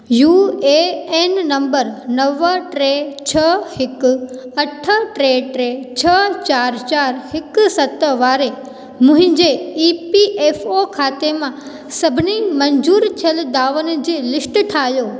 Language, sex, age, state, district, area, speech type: Sindhi, female, 18-30, Gujarat, Junagadh, urban, read